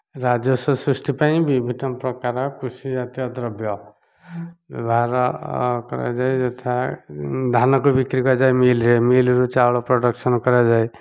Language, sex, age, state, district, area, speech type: Odia, male, 45-60, Odisha, Dhenkanal, rural, spontaneous